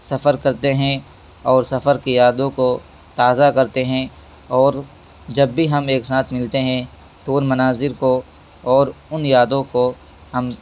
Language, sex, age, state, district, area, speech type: Urdu, male, 18-30, Delhi, East Delhi, urban, spontaneous